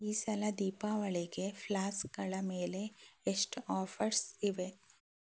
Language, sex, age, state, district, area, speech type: Kannada, female, 18-30, Karnataka, Shimoga, urban, read